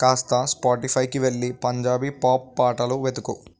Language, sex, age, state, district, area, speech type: Telugu, male, 18-30, Telangana, Vikarabad, urban, read